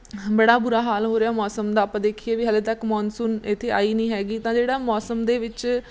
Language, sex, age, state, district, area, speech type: Punjabi, female, 30-45, Punjab, Mansa, urban, spontaneous